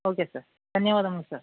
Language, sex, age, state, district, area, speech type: Telugu, male, 60+, Andhra Pradesh, West Godavari, rural, conversation